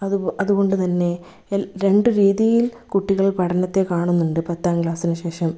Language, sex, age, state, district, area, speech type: Malayalam, female, 30-45, Kerala, Kannur, rural, spontaneous